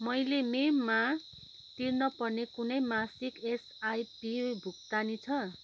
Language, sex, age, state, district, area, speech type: Nepali, female, 30-45, West Bengal, Kalimpong, rural, read